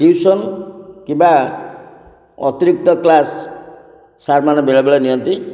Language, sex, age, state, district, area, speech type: Odia, male, 60+, Odisha, Kendrapara, urban, spontaneous